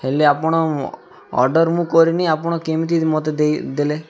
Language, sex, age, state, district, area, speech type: Odia, male, 18-30, Odisha, Malkangiri, urban, spontaneous